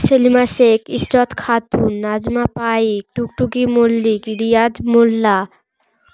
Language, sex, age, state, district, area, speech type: Bengali, female, 18-30, West Bengal, Dakshin Dinajpur, urban, spontaneous